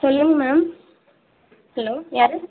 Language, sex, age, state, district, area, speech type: Tamil, female, 45-60, Tamil Nadu, Tiruchirappalli, rural, conversation